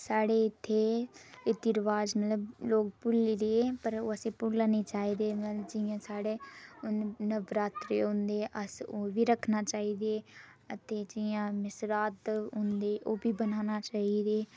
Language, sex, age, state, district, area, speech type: Dogri, female, 30-45, Jammu and Kashmir, Reasi, rural, spontaneous